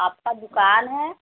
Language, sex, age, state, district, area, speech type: Hindi, female, 30-45, Uttar Pradesh, Mirzapur, rural, conversation